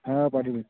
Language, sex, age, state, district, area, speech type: Bengali, male, 18-30, West Bengal, Uttar Dinajpur, rural, conversation